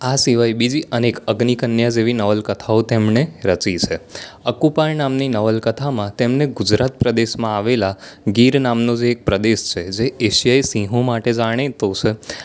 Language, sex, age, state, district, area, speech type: Gujarati, male, 18-30, Gujarat, Anand, urban, spontaneous